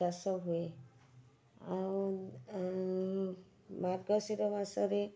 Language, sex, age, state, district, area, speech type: Odia, female, 45-60, Odisha, Cuttack, urban, spontaneous